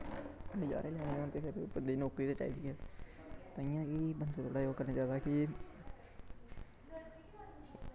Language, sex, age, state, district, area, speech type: Dogri, male, 18-30, Jammu and Kashmir, Samba, rural, spontaneous